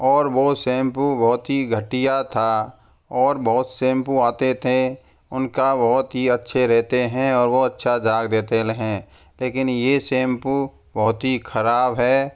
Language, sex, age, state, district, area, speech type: Hindi, male, 18-30, Rajasthan, Karauli, rural, spontaneous